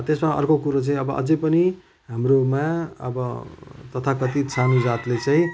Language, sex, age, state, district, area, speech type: Nepali, male, 45-60, West Bengal, Jalpaiguri, rural, spontaneous